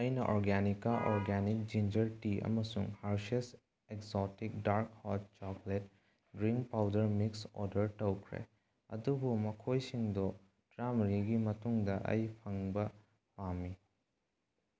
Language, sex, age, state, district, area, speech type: Manipuri, male, 18-30, Manipur, Bishnupur, rural, read